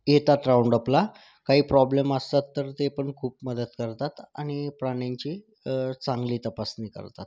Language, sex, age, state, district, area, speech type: Marathi, male, 30-45, Maharashtra, Thane, urban, spontaneous